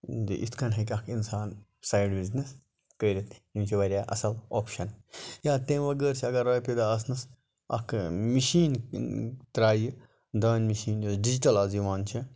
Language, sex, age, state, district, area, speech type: Kashmiri, male, 60+, Jammu and Kashmir, Budgam, rural, spontaneous